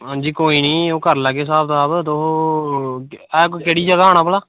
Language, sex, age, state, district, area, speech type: Dogri, male, 18-30, Jammu and Kashmir, Kathua, rural, conversation